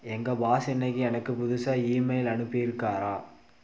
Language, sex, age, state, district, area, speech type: Tamil, male, 18-30, Tamil Nadu, Dharmapuri, rural, read